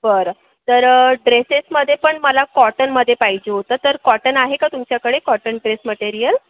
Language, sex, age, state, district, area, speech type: Marathi, female, 45-60, Maharashtra, Akola, urban, conversation